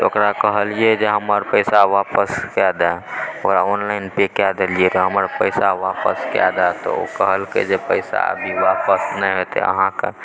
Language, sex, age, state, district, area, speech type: Maithili, male, 18-30, Bihar, Supaul, rural, spontaneous